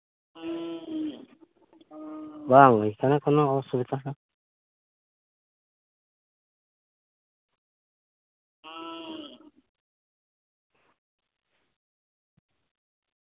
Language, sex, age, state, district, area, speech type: Santali, male, 60+, West Bengal, Paschim Bardhaman, rural, conversation